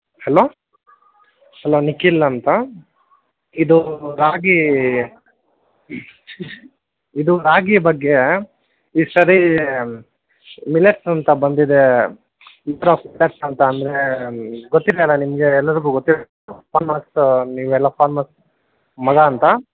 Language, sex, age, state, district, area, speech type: Kannada, male, 18-30, Karnataka, Kolar, rural, conversation